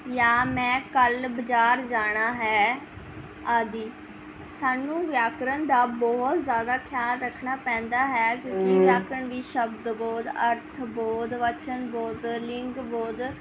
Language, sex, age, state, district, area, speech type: Punjabi, female, 18-30, Punjab, Rupnagar, rural, spontaneous